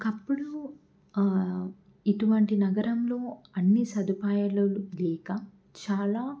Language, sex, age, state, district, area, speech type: Telugu, female, 45-60, Andhra Pradesh, N T Rama Rao, rural, spontaneous